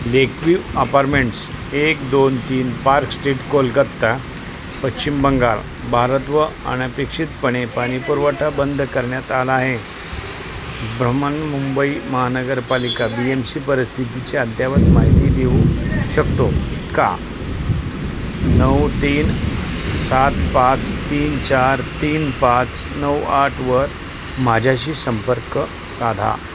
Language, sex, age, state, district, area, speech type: Marathi, male, 45-60, Maharashtra, Osmanabad, rural, read